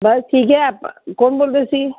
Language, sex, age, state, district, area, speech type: Punjabi, male, 60+, Punjab, Shaheed Bhagat Singh Nagar, urban, conversation